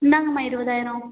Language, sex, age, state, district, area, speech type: Tamil, female, 18-30, Tamil Nadu, Ariyalur, rural, conversation